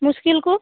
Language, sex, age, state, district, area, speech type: Santali, female, 30-45, West Bengal, Birbhum, rural, conversation